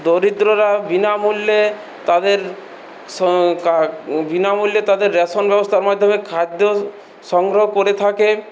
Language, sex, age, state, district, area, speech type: Bengali, male, 18-30, West Bengal, Purulia, rural, spontaneous